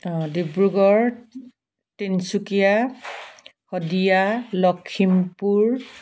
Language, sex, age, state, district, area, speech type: Assamese, female, 60+, Assam, Dibrugarh, rural, spontaneous